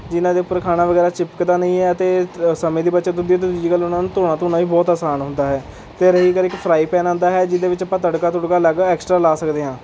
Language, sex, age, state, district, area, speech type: Punjabi, male, 18-30, Punjab, Rupnagar, urban, spontaneous